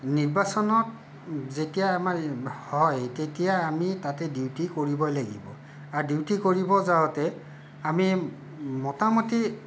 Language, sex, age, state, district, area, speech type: Assamese, male, 45-60, Assam, Kamrup Metropolitan, urban, spontaneous